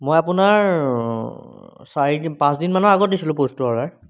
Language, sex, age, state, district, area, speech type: Assamese, male, 30-45, Assam, Biswanath, rural, spontaneous